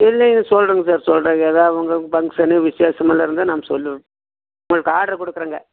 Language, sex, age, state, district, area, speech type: Tamil, male, 45-60, Tamil Nadu, Coimbatore, rural, conversation